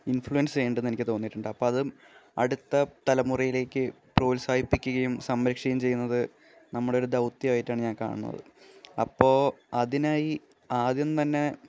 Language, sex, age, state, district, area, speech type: Malayalam, male, 18-30, Kerala, Thrissur, urban, spontaneous